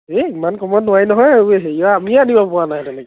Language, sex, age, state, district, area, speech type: Assamese, male, 30-45, Assam, Dhemaji, rural, conversation